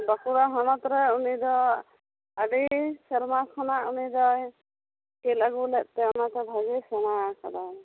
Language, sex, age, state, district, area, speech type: Santali, female, 30-45, West Bengal, Bankura, rural, conversation